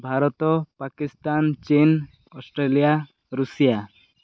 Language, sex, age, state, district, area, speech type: Odia, male, 18-30, Odisha, Koraput, urban, spontaneous